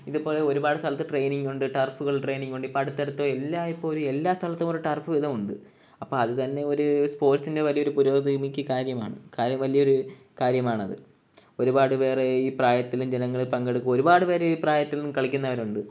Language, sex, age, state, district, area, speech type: Malayalam, male, 18-30, Kerala, Kollam, rural, spontaneous